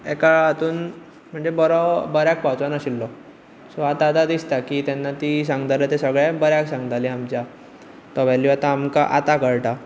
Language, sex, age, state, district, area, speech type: Goan Konkani, male, 18-30, Goa, Bardez, urban, spontaneous